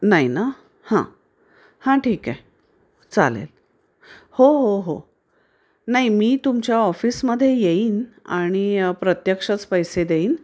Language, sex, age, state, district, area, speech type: Marathi, female, 45-60, Maharashtra, Pune, urban, spontaneous